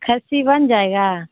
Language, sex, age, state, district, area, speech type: Urdu, female, 45-60, Bihar, Supaul, rural, conversation